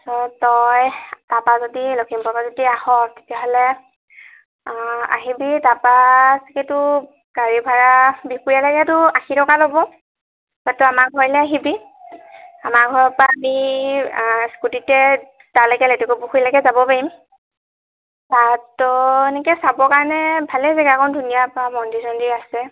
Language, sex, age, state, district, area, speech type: Assamese, female, 18-30, Assam, Lakhimpur, rural, conversation